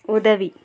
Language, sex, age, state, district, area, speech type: Tamil, female, 18-30, Tamil Nadu, Tirupattur, rural, read